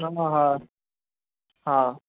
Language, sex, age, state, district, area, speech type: Sindhi, male, 18-30, Gujarat, Surat, urban, conversation